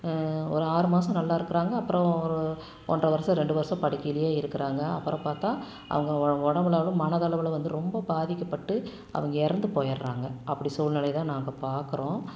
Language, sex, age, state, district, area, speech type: Tamil, female, 45-60, Tamil Nadu, Tiruppur, rural, spontaneous